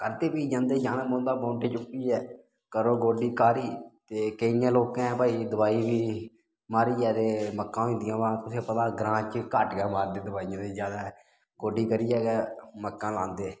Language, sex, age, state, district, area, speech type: Dogri, male, 18-30, Jammu and Kashmir, Udhampur, rural, spontaneous